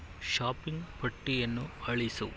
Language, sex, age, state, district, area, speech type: Kannada, male, 45-60, Karnataka, Bangalore Urban, rural, read